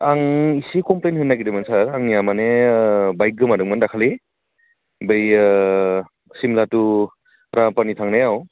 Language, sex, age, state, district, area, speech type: Bodo, male, 30-45, Assam, Baksa, urban, conversation